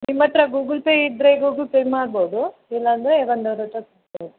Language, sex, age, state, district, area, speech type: Kannada, female, 30-45, Karnataka, Udupi, rural, conversation